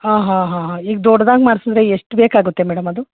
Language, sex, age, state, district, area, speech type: Kannada, female, 60+, Karnataka, Mandya, rural, conversation